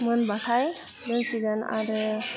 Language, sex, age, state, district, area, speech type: Bodo, female, 18-30, Assam, Udalguri, urban, spontaneous